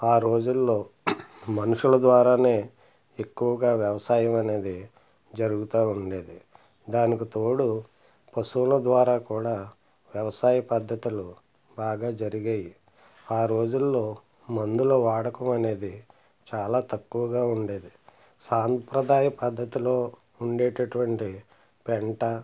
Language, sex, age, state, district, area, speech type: Telugu, male, 60+, Andhra Pradesh, Konaseema, rural, spontaneous